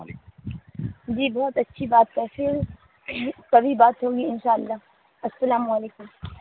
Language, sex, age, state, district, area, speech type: Urdu, female, 18-30, Bihar, Supaul, rural, conversation